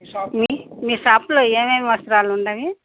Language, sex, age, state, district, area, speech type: Telugu, female, 45-60, Andhra Pradesh, Bapatla, urban, conversation